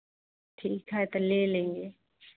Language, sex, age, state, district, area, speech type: Hindi, female, 30-45, Bihar, Samastipur, rural, conversation